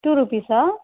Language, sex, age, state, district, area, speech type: Telugu, female, 30-45, Andhra Pradesh, Eluru, urban, conversation